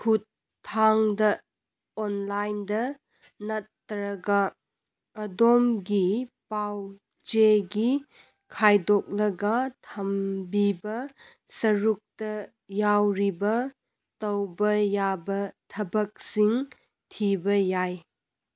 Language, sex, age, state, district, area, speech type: Manipuri, female, 18-30, Manipur, Kangpokpi, urban, read